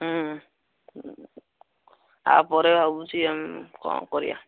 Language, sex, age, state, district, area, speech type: Odia, male, 18-30, Odisha, Jagatsinghpur, rural, conversation